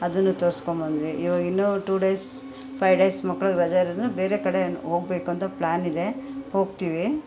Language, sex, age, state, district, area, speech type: Kannada, female, 45-60, Karnataka, Bangalore Urban, urban, spontaneous